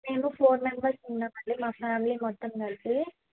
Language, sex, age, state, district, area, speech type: Telugu, female, 18-30, Andhra Pradesh, Bapatla, urban, conversation